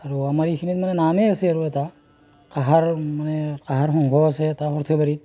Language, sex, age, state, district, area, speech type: Assamese, male, 30-45, Assam, Barpeta, rural, spontaneous